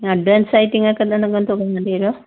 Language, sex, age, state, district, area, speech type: Malayalam, female, 30-45, Kerala, Kannur, urban, conversation